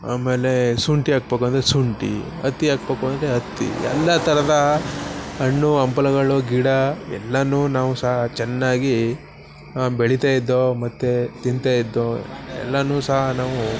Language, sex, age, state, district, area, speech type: Kannada, male, 30-45, Karnataka, Mysore, rural, spontaneous